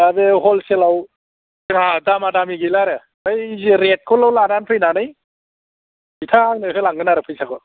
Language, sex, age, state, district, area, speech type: Bodo, male, 60+, Assam, Kokrajhar, urban, conversation